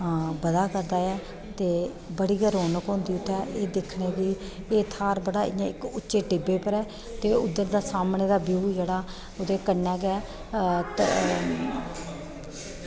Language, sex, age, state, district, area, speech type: Dogri, female, 30-45, Jammu and Kashmir, Kathua, rural, spontaneous